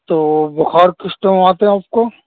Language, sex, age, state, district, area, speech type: Urdu, male, 18-30, Delhi, Central Delhi, rural, conversation